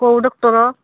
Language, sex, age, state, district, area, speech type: Odia, female, 60+, Odisha, Angul, rural, conversation